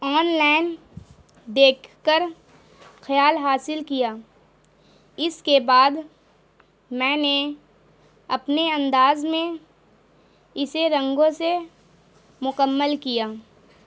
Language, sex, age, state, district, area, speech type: Urdu, female, 18-30, Bihar, Gaya, rural, spontaneous